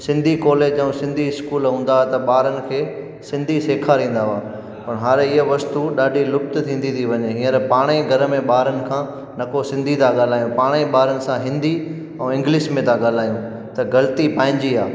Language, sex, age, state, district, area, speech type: Sindhi, male, 30-45, Gujarat, Junagadh, rural, spontaneous